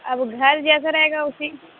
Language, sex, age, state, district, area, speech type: Urdu, female, 18-30, Bihar, Gaya, rural, conversation